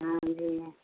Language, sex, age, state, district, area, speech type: Hindi, female, 45-60, Bihar, Madhepura, rural, conversation